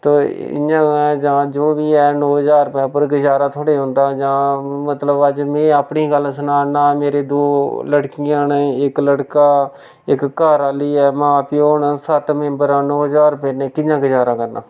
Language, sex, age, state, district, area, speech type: Dogri, male, 30-45, Jammu and Kashmir, Reasi, rural, spontaneous